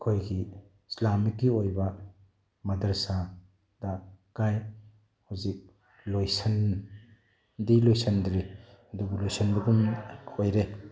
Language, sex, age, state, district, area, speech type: Manipuri, male, 30-45, Manipur, Tengnoupal, urban, spontaneous